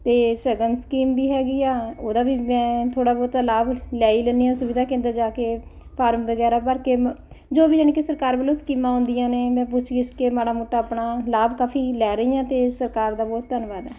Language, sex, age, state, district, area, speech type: Punjabi, female, 45-60, Punjab, Ludhiana, urban, spontaneous